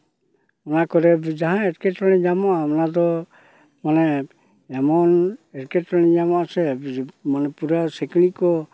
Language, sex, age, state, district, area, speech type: Santali, male, 60+, West Bengal, Purulia, rural, spontaneous